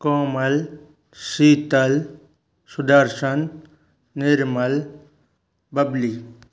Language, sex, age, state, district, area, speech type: Hindi, male, 30-45, Madhya Pradesh, Bhopal, urban, spontaneous